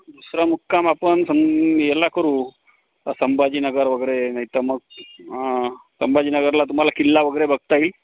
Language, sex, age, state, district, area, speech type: Marathi, male, 45-60, Maharashtra, Akola, rural, conversation